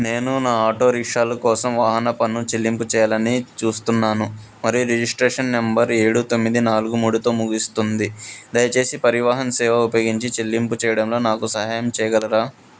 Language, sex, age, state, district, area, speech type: Telugu, male, 18-30, Andhra Pradesh, Krishna, urban, read